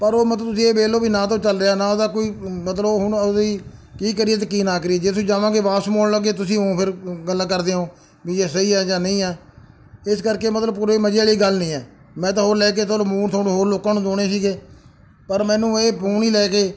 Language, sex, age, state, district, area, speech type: Punjabi, male, 60+, Punjab, Bathinda, urban, spontaneous